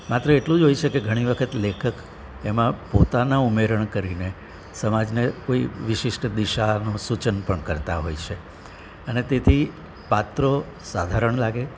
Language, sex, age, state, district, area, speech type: Gujarati, male, 60+, Gujarat, Surat, urban, spontaneous